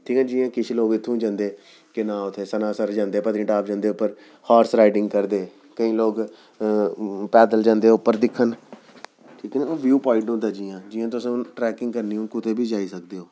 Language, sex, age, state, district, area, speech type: Dogri, male, 30-45, Jammu and Kashmir, Jammu, urban, spontaneous